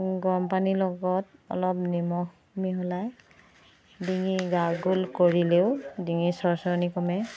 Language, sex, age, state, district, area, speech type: Assamese, female, 45-60, Assam, Dibrugarh, rural, spontaneous